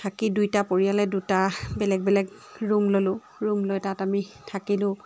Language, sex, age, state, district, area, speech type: Assamese, female, 30-45, Assam, Charaideo, urban, spontaneous